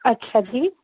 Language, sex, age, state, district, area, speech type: Dogri, female, 30-45, Jammu and Kashmir, Reasi, urban, conversation